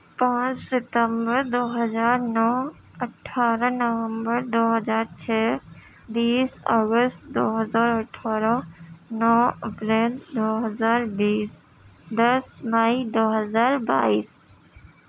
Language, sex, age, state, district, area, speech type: Urdu, female, 18-30, Uttar Pradesh, Gautam Buddha Nagar, urban, spontaneous